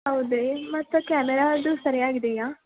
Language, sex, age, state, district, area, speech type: Kannada, female, 18-30, Karnataka, Belgaum, rural, conversation